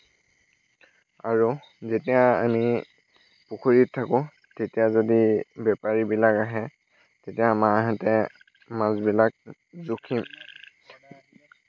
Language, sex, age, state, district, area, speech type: Assamese, male, 18-30, Assam, Lakhimpur, rural, spontaneous